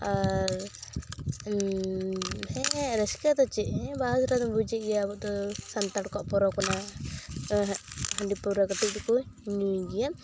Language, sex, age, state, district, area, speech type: Santali, female, 18-30, West Bengal, Purulia, rural, spontaneous